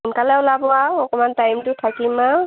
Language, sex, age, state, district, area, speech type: Assamese, female, 30-45, Assam, Lakhimpur, rural, conversation